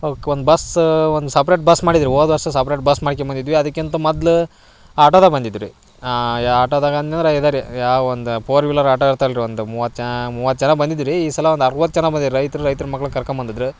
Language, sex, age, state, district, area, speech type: Kannada, male, 18-30, Karnataka, Dharwad, urban, spontaneous